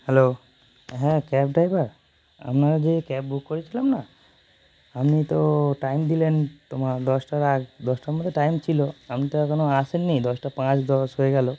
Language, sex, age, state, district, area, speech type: Bengali, male, 30-45, West Bengal, North 24 Parganas, urban, spontaneous